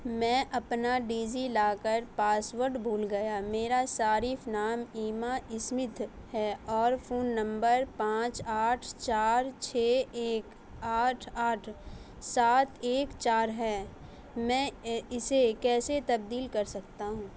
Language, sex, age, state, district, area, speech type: Urdu, female, 18-30, Bihar, Saharsa, rural, read